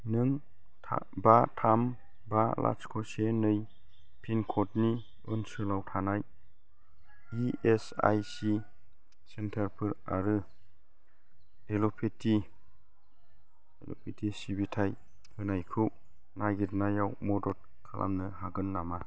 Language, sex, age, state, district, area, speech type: Bodo, male, 45-60, Assam, Chirang, rural, read